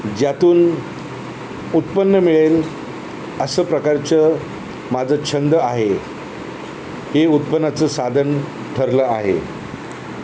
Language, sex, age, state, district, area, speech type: Marathi, male, 45-60, Maharashtra, Thane, rural, spontaneous